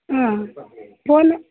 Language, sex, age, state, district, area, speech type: Kannada, female, 60+, Karnataka, Belgaum, rural, conversation